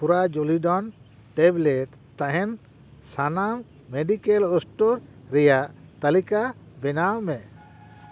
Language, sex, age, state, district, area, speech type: Santali, male, 60+, West Bengal, Paschim Bardhaman, rural, read